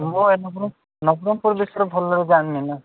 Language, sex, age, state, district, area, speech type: Odia, male, 18-30, Odisha, Nabarangpur, urban, conversation